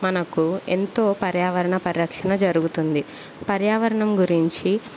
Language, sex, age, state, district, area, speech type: Telugu, female, 18-30, Andhra Pradesh, Kurnool, rural, spontaneous